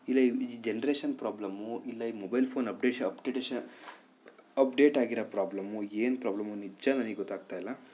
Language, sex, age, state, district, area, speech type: Kannada, male, 30-45, Karnataka, Chikkaballapur, urban, spontaneous